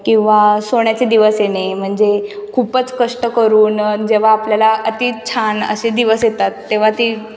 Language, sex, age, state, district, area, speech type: Marathi, female, 18-30, Maharashtra, Mumbai City, urban, spontaneous